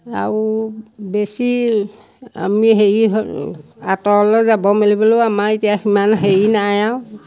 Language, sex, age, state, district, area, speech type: Assamese, female, 60+, Assam, Majuli, urban, spontaneous